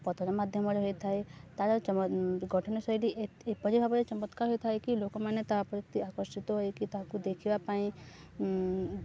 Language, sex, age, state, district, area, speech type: Odia, female, 18-30, Odisha, Subarnapur, urban, spontaneous